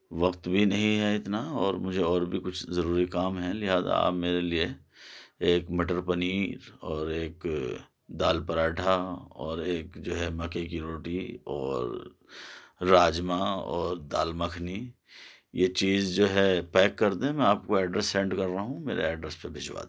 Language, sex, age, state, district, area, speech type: Urdu, male, 45-60, Delhi, Central Delhi, urban, spontaneous